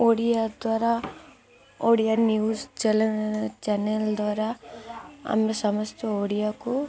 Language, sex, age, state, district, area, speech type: Odia, female, 18-30, Odisha, Malkangiri, urban, spontaneous